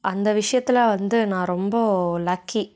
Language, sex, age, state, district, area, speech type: Tamil, female, 18-30, Tamil Nadu, Coimbatore, rural, spontaneous